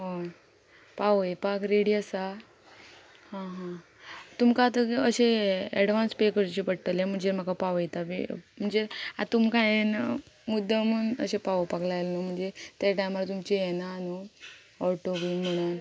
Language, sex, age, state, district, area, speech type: Goan Konkani, female, 18-30, Goa, Ponda, rural, spontaneous